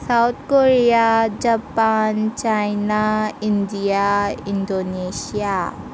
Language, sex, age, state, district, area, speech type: Manipuri, female, 18-30, Manipur, Senapati, rural, spontaneous